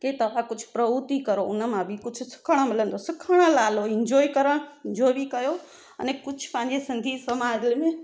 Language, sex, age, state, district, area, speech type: Sindhi, female, 30-45, Gujarat, Surat, urban, spontaneous